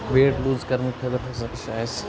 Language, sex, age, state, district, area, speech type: Kashmiri, male, 18-30, Jammu and Kashmir, Baramulla, rural, spontaneous